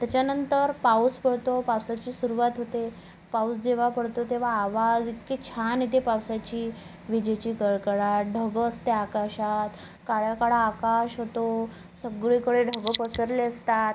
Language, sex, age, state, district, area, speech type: Marathi, female, 30-45, Maharashtra, Nagpur, urban, spontaneous